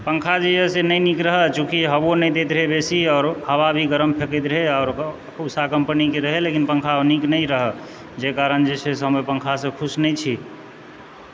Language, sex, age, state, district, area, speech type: Maithili, male, 30-45, Bihar, Supaul, rural, spontaneous